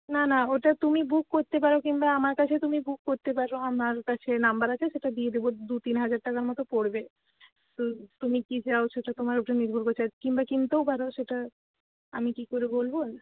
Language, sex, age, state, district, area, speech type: Bengali, female, 18-30, West Bengal, Uttar Dinajpur, rural, conversation